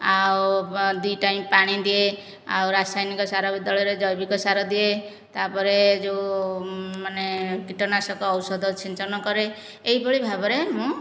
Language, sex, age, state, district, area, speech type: Odia, female, 60+, Odisha, Khordha, rural, spontaneous